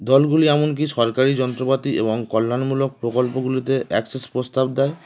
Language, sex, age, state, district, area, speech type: Bengali, male, 30-45, West Bengal, Howrah, urban, spontaneous